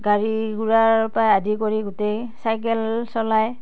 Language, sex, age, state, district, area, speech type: Assamese, female, 60+, Assam, Darrang, rural, spontaneous